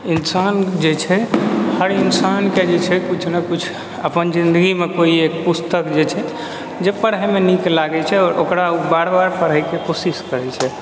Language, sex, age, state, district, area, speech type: Maithili, male, 30-45, Bihar, Purnia, rural, spontaneous